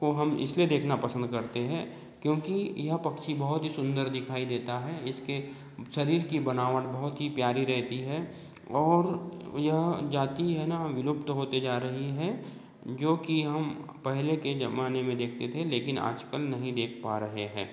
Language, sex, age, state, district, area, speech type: Hindi, male, 30-45, Madhya Pradesh, Betul, rural, spontaneous